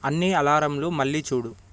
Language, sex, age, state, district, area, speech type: Telugu, male, 18-30, Telangana, Sangareddy, urban, read